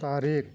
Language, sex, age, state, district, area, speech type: Bodo, male, 60+, Assam, Baksa, rural, spontaneous